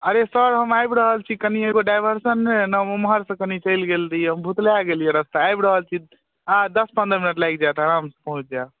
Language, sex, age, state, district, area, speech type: Maithili, male, 18-30, Bihar, Darbhanga, rural, conversation